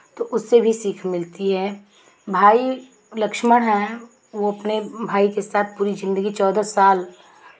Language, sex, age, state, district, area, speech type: Hindi, female, 45-60, Uttar Pradesh, Chandauli, urban, spontaneous